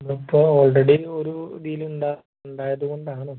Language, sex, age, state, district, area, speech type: Malayalam, male, 45-60, Kerala, Kozhikode, urban, conversation